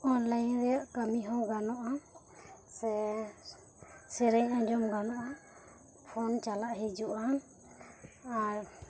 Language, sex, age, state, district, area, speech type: Santali, female, 18-30, West Bengal, Bankura, rural, spontaneous